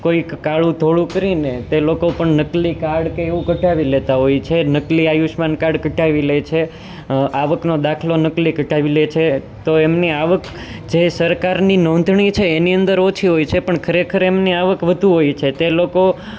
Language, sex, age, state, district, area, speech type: Gujarati, male, 18-30, Gujarat, Surat, urban, spontaneous